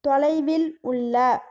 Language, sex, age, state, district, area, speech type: Tamil, female, 30-45, Tamil Nadu, Cuddalore, rural, read